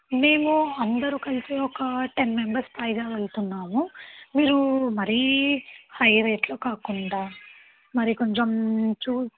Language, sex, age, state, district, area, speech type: Telugu, female, 30-45, Andhra Pradesh, N T Rama Rao, urban, conversation